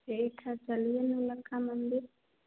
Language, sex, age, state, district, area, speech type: Hindi, female, 30-45, Bihar, Begusarai, urban, conversation